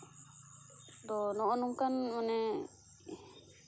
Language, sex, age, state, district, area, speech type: Santali, female, 18-30, West Bengal, Purba Bardhaman, rural, spontaneous